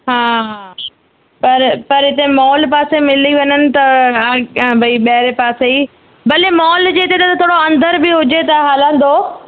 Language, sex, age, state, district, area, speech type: Sindhi, female, 30-45, Rajasthan, Ajmer, urban, conversation